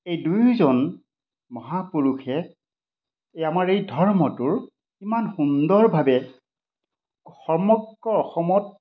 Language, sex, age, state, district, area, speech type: Assamese, male, 60+, Assam, Majuli, urban, spontaneous